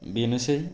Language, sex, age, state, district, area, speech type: Bodo, male, 18-30, Assam, Kokrajhar, urban, spontaneous